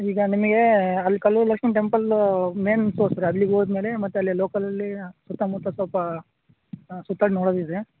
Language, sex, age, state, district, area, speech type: Kannada, male, 30-45, Karnataka, Raichur, rural, conversation